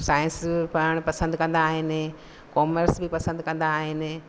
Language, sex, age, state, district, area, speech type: Sindhi, female, 45-60, Madhya Pradesh, Katni, rural, spontaneous